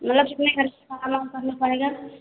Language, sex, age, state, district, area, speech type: Hindi, female, 60+, Uttar Pradesh, Ayodhya, rural, conversation